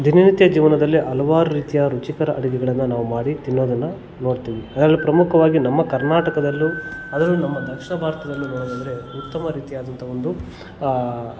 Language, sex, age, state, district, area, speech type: Kannada, male, 30-45, Karnataka, Kolar, rural, spontaneous